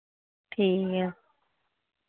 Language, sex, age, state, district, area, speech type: Dogri, female, 18-30, Jammu and Kashmir, Reasi, rural, conversation